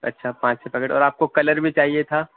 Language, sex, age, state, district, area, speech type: Urdu, male, 18-30, Delhi, North West Delhi, urban, conversation